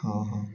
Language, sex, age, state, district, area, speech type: Odia, male, 30-45, Odisha, Koraput, urban, spontaneous